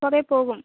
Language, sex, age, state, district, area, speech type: Malayalam, female, 45-60, Kerala, Kozhikode, urban, conversation